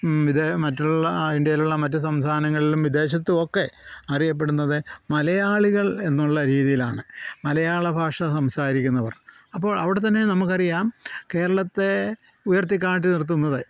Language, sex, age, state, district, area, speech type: Malayalam, male, 60+, Kerala, Pathanamthitta, rural, spontaneous